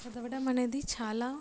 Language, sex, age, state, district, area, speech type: Telugu, female, 18-30, Telangana, Jangaon, urban, spontaneous